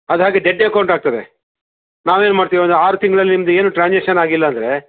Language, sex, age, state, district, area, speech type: Kannada, male, 45-60, Karnataka, Shimoga, rural, conversation